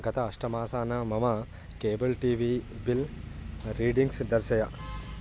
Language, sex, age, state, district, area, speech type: Sanskrit, male, 18-30, Andhra Pradesh, Guntur, urban, read